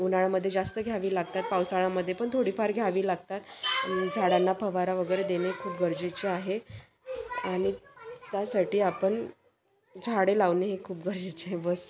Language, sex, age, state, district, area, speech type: Marathi, female, 30-45, Maharashtra, Wardha, rural, spontaneous